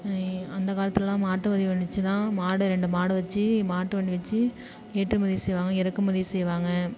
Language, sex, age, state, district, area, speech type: Tamil, female, 18-30, Tamil Nadu, Thanjavur, urban, spontaneous